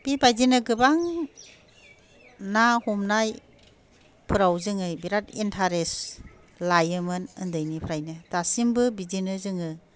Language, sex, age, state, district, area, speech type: Bodo, female, 45-60, Assam, Kokrajhar, urban, spontaneous